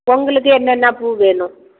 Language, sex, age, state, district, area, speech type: Tamil, female, 60+, Tamil Nadu, Salem, rural, conversation